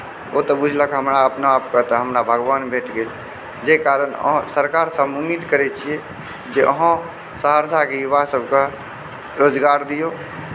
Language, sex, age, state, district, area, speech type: Maithili, male, 30-45, Bihar, Saharsa, rural, spontaneous